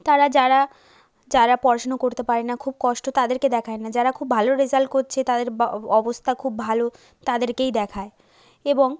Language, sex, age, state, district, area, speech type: Bengali, female, 30-45, West Bengal, South 24 Parganas, rural, spontaneous